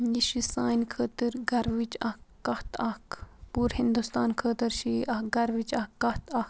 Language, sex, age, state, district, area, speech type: Kashmiri, female, 45-60, Jammu and Kashmir, Baramulla, rural, spontaneous